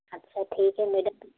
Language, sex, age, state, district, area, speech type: Hindi, female, 45-60, Uttar Pradesh, Prayagraj, rural, conversation